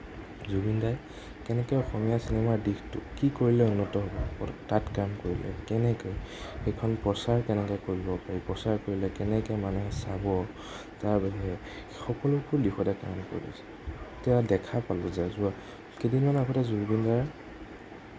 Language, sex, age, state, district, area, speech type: Assamese, male, 18-30, Assam, Nagaon, rural, spontaneous